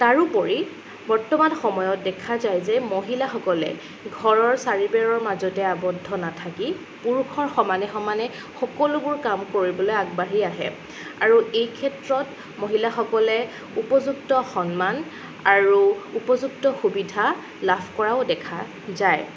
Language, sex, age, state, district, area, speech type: Assamese, female, 18-30, Assam, Sonitpur, rural, spontaneous